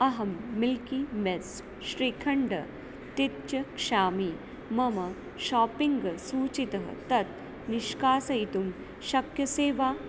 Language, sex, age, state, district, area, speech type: Sanskrit, female, 30-45, Maharashtra, Nagpur, urban, read